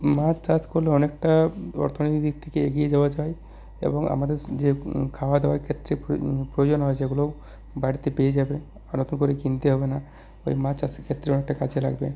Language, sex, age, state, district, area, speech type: Bengali, male, 45-60, West Bengal, Purulia, rural, spontaneous